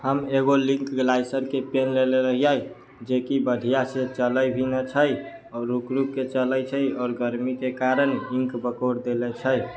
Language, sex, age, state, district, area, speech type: Maithili, male, 30-45, Bihar, Sitamarhi, urban, spontaneous